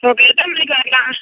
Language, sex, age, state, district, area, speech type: Tamil, female, 18-30, Tamil Nadu, Cuddalore, rural, conversation